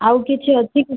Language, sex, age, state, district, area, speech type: Odia, female, 18-30, Odisha, Kandhamal, rural, conversation